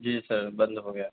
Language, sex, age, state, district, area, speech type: Urdu, male, 18-30, Delhi, South Delhi, rural, conversation